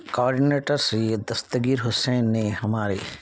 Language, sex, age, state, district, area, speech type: Urdu, male, 18-30, Telangana, Hyderabad, urban, spontaneous